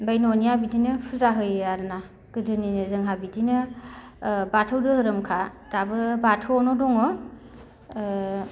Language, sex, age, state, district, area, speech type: Bodo, female, 45-60, Assam, Baksa, rural, spontaneous